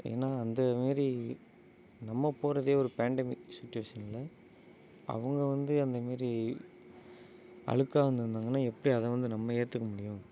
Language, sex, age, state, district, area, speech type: Tamil, male, 18-30, Tamil Nadu, Ariyalur, rural, spontaneous